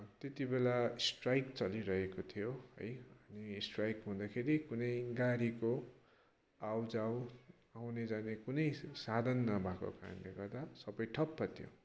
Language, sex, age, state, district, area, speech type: Nepali, male, 18-30, West Bengal, Kalimpong, rural, spontaneous